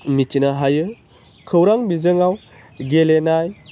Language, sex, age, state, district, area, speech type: Bodo, male, 18-30, Assam, Baksa, rural, spontaneous